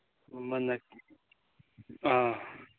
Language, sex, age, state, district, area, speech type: Manipuri, male, 18-30, Manipur, Churachandpur, rural, conversation